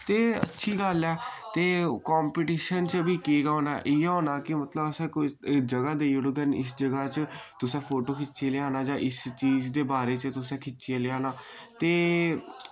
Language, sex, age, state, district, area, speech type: Dogri, male, 18-30, Jammu and Kashmir, Samba, rural, spontaneous